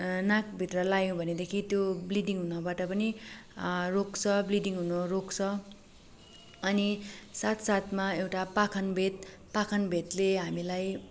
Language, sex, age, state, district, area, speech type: Nepali, female, 18-30, West Bengal, Darjeeling, rural, spontaneous